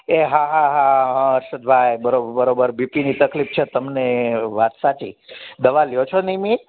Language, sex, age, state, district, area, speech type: Gujarati, male, 45-60, Gujarat, Amreli, urban, conversation